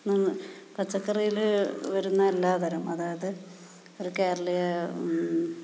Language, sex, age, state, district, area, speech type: Malayalam, female, 45-60, Kerala, Kasaragod, rural, spontaneous